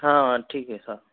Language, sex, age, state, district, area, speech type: Hindi, male, 30-45, Rajasthan, Jodhpur, rural, conversation